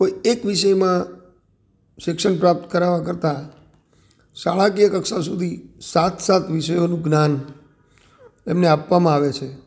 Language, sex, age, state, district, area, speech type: Gujarati, male, 45-60, Gujarat, Amreli, rural, spontaneous